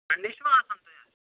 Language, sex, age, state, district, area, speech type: Kashmiri, male, 18-30, Jammu and Kashmir, Anantnag, rural, conversation